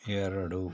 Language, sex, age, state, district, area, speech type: Kannada, male, 60+, Karnataka, Bangalore Rural, rural, read